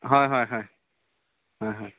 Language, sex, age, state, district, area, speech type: Assamese, male, 30-45, Assam, Charaideo, urban, conversation